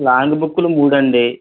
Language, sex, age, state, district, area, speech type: Telugu, male, 45-60, Andhra Pradesh, Eluru, urban, conversation